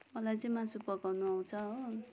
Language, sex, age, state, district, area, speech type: Nepali, female, 30-45, West Bengal, Kalimpong, rural, spontaneous